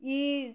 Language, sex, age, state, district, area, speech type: Bengali, female, 30-45, West Bengal, Birbhum, urban, spontaneous